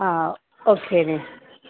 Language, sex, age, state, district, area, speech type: Telugu, female, 18-30, Telangana, Nalgonda, urban, conversation